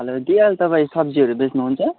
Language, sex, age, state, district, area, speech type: Nepali, male, 18-30, West Bengal, Kalimpong, rural, conversation